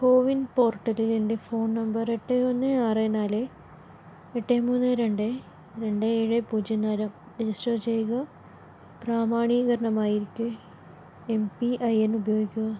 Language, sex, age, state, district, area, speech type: Malayalam, female, 30-45, Kerala, Palakkad, rural, read